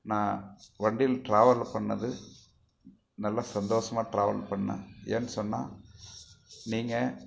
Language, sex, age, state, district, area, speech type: Tamil, male, 45-60, Tamil Nadu, Krishnagiri, rural, spontaneous